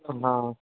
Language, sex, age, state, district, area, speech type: Hindi, male, 30-45, Madhya Pradesh, Harda, urban, conversation